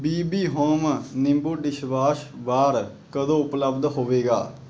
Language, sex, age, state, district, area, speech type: Punjabi, male, 18-30, Punjab, Patiala, rural, read